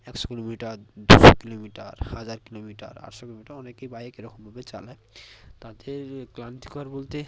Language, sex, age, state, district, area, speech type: Bengali, male, 18-30, West Bengal, Bankura, urban, spontaneous